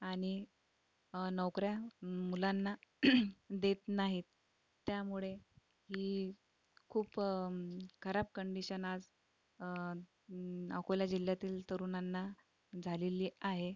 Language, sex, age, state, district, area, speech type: Marathi, female, 30-45, Maharashtra, Akola, urban, spontaneous